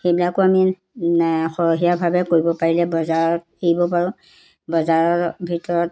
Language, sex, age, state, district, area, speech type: Assamese, female, 60+, Assam, Golaghat, rural, spontaneous